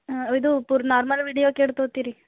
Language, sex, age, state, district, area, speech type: Kannada, female, 18-30, Karnataka, Gulbarga, urban, conversation